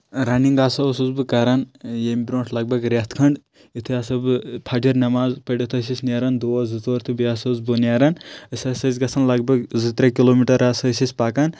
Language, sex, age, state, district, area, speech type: Kashmiri, male, 30-45, Jammu and Kashmir, Anantnag, rural, spontaneous